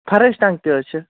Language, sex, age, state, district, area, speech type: Kashmiri, female, 18-30, Jammu and Kashmir, Baramulla, rural, conversation